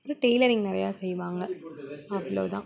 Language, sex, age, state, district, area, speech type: Tamil, female, 18-30, Tamil Nadu, Madurai, rural, spontaneous